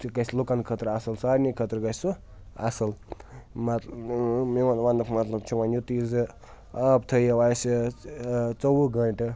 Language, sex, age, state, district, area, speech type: Kashmiri, male, 18-30, Jammu and Kashmir, Srinagar, urban, spontaneous